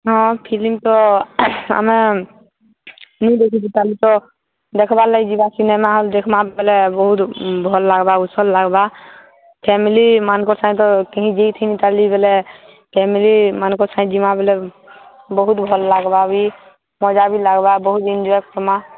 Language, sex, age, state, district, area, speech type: Odia, female, 18-30, Odisha, Balangir, urban, conversation